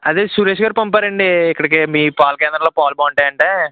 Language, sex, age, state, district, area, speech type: Telugu, male, 18-30, Andhra Pradesh, Eluru, urban, conversation